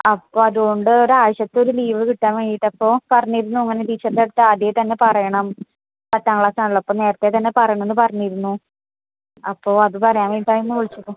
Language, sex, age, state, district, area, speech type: Malayalam, female, 30-45, Kerala, Thrissur, urban, conversation